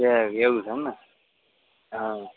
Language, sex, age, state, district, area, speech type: Gujarati, male, 18-30, Gujarat, Anand, rural, conversation